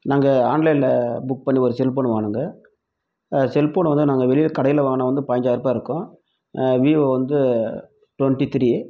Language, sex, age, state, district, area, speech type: Tamil, male, 30-45, Tamil Nadu, Krishnagiri, rural, spontaneous